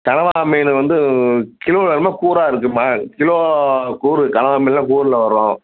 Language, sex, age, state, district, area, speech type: Tamil, male, 45-60, Tamil Nadu, Nagapattinam, rural, conversation